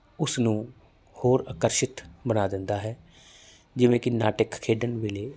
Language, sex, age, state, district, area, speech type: Punjabi, male, 45-60, Punjab, Barnala, rural, spontaneous